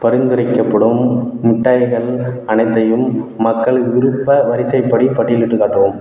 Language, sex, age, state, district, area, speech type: Tamil, male, 18-30, Tamil Nadu, Cuddalore, rural, read